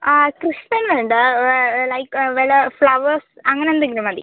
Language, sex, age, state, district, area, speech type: Malayalam, female, 30-45, Kerala, Wayanad, rural, conversation